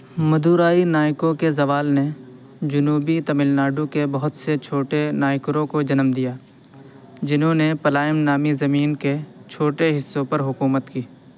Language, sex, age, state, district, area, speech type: Urdu, male, 18-30, Uttar Pradesh, Saharanpur, urban, read